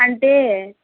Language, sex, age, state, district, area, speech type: Telugu, female, 18-30, Telangana, Peddapalli, rural, conversation